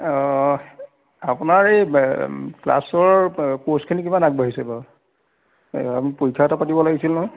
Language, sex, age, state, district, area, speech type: Assamese, male, 60+, Assam, Majuli, urban, conversation